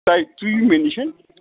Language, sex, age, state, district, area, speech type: Kashmiri, male, 45-60, Jammu and Kashmir, Srinagar, rural, conversation